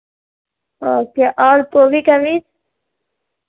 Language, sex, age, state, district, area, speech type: Hindi, female, 18-30, Bihar, Vaishali, rural, conversation